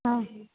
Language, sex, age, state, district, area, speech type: Marathi, female, 30-45, Maharashtra, Nagpur, urban, conversation